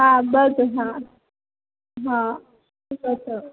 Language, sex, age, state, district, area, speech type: Gujarati, female, 30-45, Gujarat, Morbi, urban, conversation